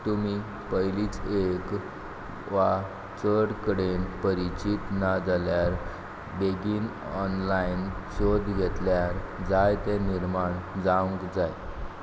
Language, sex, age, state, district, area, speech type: Goan Konkani, male, 18-30, Goa, Quepem, rural, read